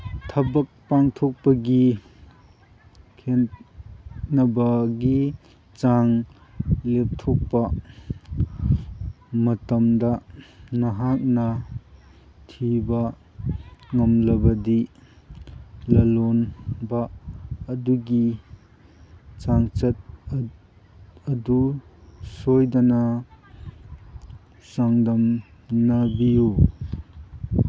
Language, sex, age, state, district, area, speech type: Manipuri, male, 30-45, Manipur, Kangpokpi, urban, read